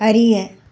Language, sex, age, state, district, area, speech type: Tamil, female, 60+, Tamil Nadu, Nagapattinam, urban, read